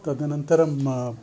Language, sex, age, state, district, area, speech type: Sanskrit, male, 60+, Andhra Pradesh, Visakhapatnam, urban, spontaneous